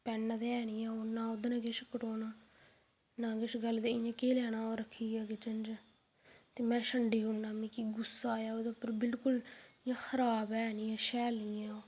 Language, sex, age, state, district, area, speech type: Dogri, female, 18-30, Jammu and Kashmir, Udhampur, rural, spontaneous